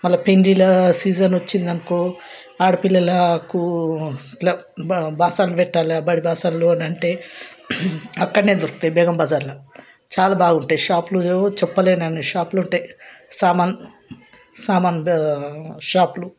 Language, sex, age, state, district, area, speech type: Telugu, female, 60+, Telangana, Hyderabad, urban, spontaneous